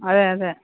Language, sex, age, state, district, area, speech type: Malayalam, female, 60+, Kerala, Thiruvananthapuram, urban, conversation